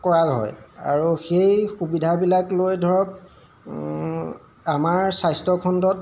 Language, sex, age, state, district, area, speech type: Assamese, male, 45-60, Assam, Golaghat, urban, spontaneous